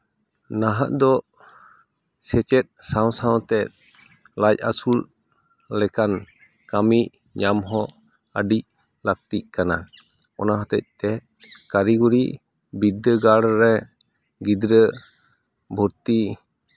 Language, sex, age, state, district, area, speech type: Santali, male, 30-45, West Bengal, Paschim Bardhaman, urban, spontaneous